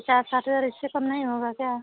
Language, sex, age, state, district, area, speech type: Hindi, female, 18-30, Uttar Pradesh, Prayagraj, rural, conversation